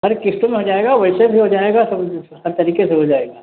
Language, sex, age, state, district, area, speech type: Hindi, male, 60+, Uttar Pradesh, Sitapur, rural, conversation